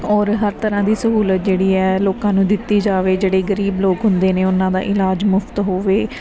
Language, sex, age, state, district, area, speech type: Punjabi, female, 30-45, Punjab, Mansa, urban, spontaneous